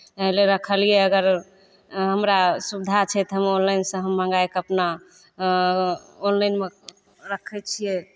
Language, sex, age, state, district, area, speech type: Maithili, female, 30-45, Bihar, Begusarai, rural, spontaneous